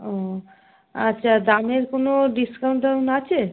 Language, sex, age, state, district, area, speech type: Bengali, female, 30-45, West Bengal, South 24 Parganas, rural, conversation